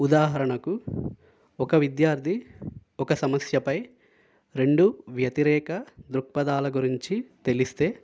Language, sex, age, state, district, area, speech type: Telugu, male, 18-30, Andhra Pradesh, Konaseema, rural, spontaneous